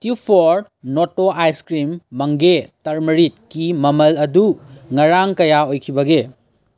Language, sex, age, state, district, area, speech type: Manipuri, male, 18-30, Manipur, Kangpokpi, urban, read